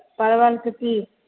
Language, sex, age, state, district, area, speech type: Maithili, female, 18-30, Bihar, Begusarai, urban, conversation